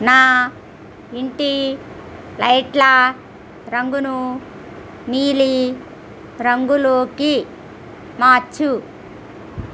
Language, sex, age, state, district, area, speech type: Telugu, female, 60+, Andhra Pradesh, East Godavari, rural, read